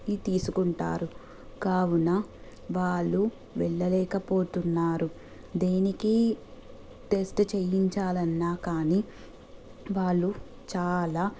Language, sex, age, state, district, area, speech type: Telugu, female, 30-45, Telangana, Medchal, urban, spontaneous